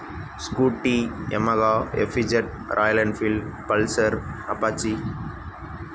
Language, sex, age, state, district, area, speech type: Tamil, male, 18-30, Tamil Nadu, Namakkal, rural, spontaneous